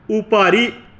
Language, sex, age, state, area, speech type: Sanskrit, male, 30-45, Bihar, rural, read